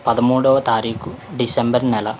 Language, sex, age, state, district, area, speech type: Telugu, male, 18-30, Andhra Pradesh, East Godavari, urban, spontaneous